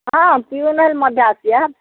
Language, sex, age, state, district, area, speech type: Odia, female, 60+, Odisha, Gajapati, rural, conversation